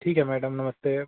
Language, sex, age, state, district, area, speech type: Hindi, male, 18-30, Uttar Pradesh, Ghazipur, rural, conversation